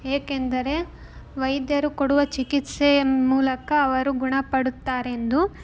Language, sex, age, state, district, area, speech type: Kannada, female, 18-30, Karnataka, Davanagere, rural, spontaneous